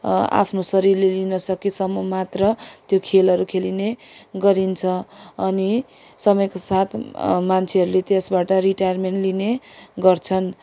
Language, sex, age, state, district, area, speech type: Nepali, female, 18-30, West Bengal, Darjeeling, rural, spontaneous